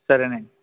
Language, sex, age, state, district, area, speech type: Telugu, male, 18-30, Andhra Pradesh, Eluru, rural, conversation